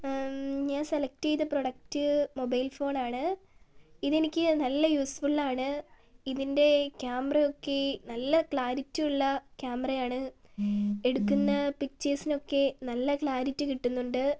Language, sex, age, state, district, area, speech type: Malayalam, female, 18-30, Kerala, Wayanad, rural, spontaneous